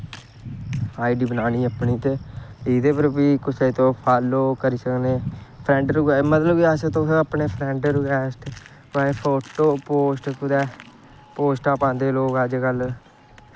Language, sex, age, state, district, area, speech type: Dogri, male, 18-30, Jammu and Kashmir, Kathua, rural, spontaneous